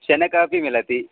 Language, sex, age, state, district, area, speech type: Sanskrit, male, 30-45, Karnataka, Vijayapura, urban, conversation